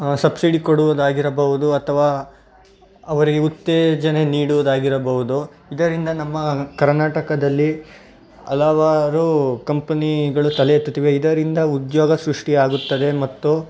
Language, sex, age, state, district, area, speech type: Kannada, male, 18-30, Karnataka, Bangalore Rural, urban, spontaneous